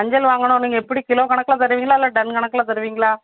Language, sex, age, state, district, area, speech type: Tamil, female, 30-45, Tamil Nadu, Thoothukudi, urban, conversation